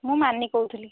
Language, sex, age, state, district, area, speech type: Odia, female, 30-45, Odisha, Kendujhar, urban, conversation